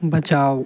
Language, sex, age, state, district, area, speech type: Hindi, male, 30-45, Madhya Pradesh, Hoshangabad, urban, read